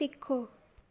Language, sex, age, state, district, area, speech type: Sindhi, female, 18-30, Gujarat, Surat, urban, read